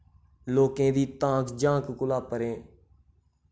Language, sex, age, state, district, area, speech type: Dogri, male, 30-45, Jammu and Kashmir, Reasi, rural, spontaneous